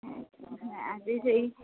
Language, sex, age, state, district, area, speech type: Odia, female, 45-60, Odisha, Gajapati, rural, conversation